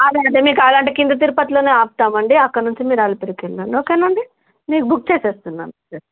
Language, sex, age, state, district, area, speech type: Telugu, female, 45-60, Telangana, Nizamabad, rural, conversation